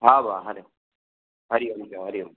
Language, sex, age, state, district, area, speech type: Sindhi, male, 45-60, Maharashtra, Thane, urban, conversation